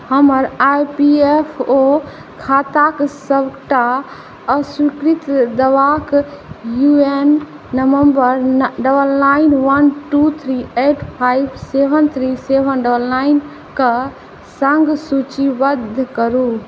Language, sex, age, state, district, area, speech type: Maithili, female, 18-30, Bihar, Saharsa, urban, read